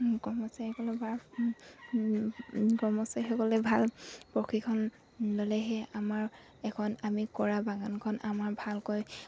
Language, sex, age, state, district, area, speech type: Assamese, female, 60+, Assam, Dibrugarh, rural, spontaneous